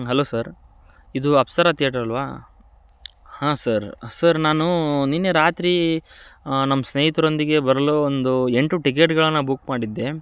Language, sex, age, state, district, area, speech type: Kannada, male, 30-45, Karnataka, Dharwad, rural, spontaneous